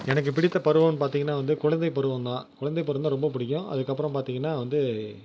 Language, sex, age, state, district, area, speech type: Tamil, male, 18-30, Tamil Nadu, Ariyalur, rural, spontaneous